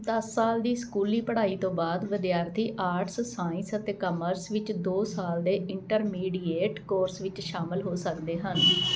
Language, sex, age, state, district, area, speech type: Punjabi, female, 45-60, Punjab, Ludhiana, urban, read